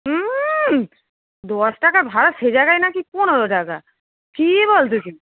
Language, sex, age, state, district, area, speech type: Bengali, female, 18-30, West Bengal, Darjeeling, rural, conversation